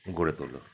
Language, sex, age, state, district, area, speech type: Bengali, male, 30-45, West Bengal, South 24 Parganas, rural, spontaneous